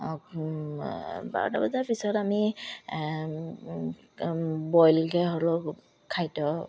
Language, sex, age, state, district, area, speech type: Assamese, female, 30-45, Assam, Charaideo, rural, spontaneous